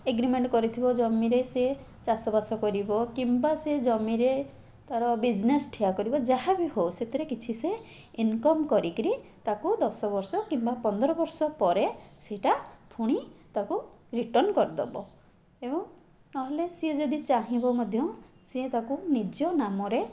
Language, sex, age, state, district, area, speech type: Odia, female, 30-45, Odisha, Puri, urban, spontaneous